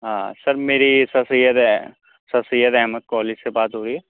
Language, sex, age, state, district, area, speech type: Urdu, male, 18-30, Uttar Pradesh, Aligarh, urban, conversation